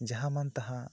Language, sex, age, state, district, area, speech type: Santali, male, 30-45, West Bengal, Bankura, rural, spontaneous